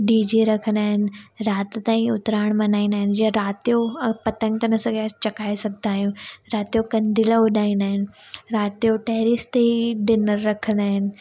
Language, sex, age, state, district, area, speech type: Sindhi, female, 18-30, Gujarat, Surat, urban, spontaneous